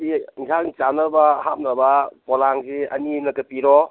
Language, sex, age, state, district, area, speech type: Manipuri, male, 60+, Manipur, Kangpokpi, urban, conversation